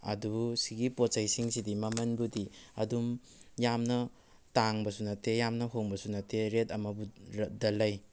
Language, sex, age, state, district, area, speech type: Manipuri, male, 18-30, Manipur, Kakching, rural, spontaneous